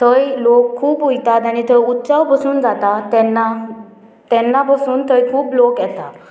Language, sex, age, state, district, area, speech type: Goan Konkani, female, 18-30, Goa, Murmgao, urban, spontaneous